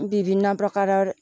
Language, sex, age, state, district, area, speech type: Assamese, female, 60+, Assam, Darrang, rural, spontaneous